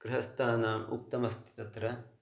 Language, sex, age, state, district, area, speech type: Sanskrit, male, 30-45, Karnataka, Uttara Kannada, rural, spontaneous